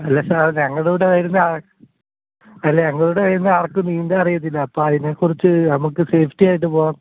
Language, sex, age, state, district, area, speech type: Malayalam, male, 18-30, Kerala, Alappuzha, rural, conversation